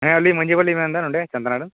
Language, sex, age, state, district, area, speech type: Santali, male, 18-30, West Bengal, Purba Bardhaman, rural, conversation